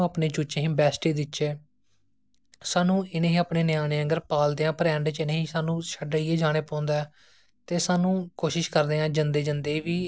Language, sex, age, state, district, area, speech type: Dogri, male, 18-30, Jammu and Kashmir, Jammu, rural, spontaneous